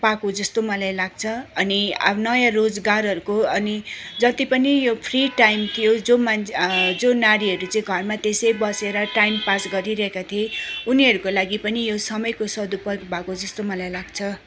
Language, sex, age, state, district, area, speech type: Nepali, female, 45-60, West Bengal, Darjeeling, rural, spontaneous